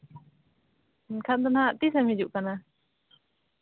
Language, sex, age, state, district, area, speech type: Santali, female, 18-30, Jharkhand, Seraikela Kharsawan, rural, conversation